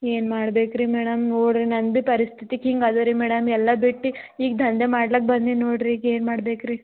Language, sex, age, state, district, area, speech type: Kannada, female, 18-30, Karnataka, Gulbarga, urban, conversation